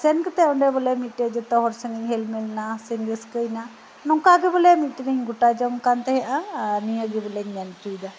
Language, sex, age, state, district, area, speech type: Santali, female, 45-60, West Bengal, Birbhum, rural, spontaneous